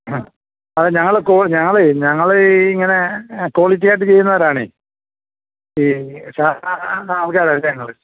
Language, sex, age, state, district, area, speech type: Malayalam, male, 45-60, Kerala, Alappuzha, urban, conversation